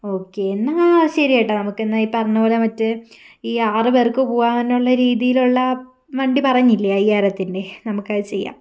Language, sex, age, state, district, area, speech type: Malayalam, female, 18-30, Kerala, Kozhikode, rural, spontaneous